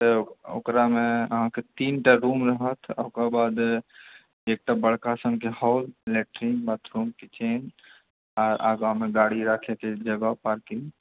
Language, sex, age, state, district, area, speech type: Maithili, male, 45-60, Bihar, Purnia, rural, conversation